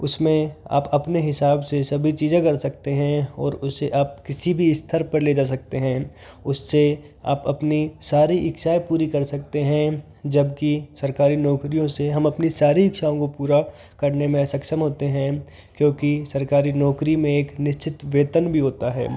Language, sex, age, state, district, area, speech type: Hindi, male, 30-45, Rajasthan, Jaipur, urban, spontaneous